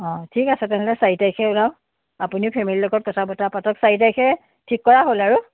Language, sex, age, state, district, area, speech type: Assamese, female, 45-60, Assam, Biswanath, rural, conversation